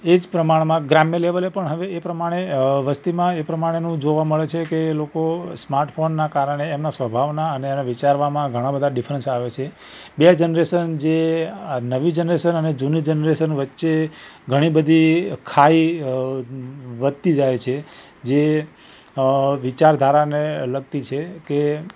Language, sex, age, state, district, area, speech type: Gujarati, male, 45-60, Gujarat, Ahmedabad, urban, spontaneous